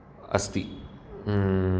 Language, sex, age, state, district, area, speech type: Sanskrit, male, 30-45, Karnataka, Bangalore Urban, urban, spontaneous